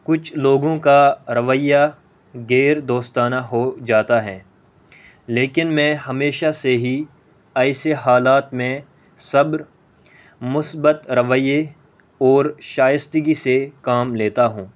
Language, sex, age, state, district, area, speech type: Urdu, male, 18-30, Delhi, North East Delhi, rural, spontaneous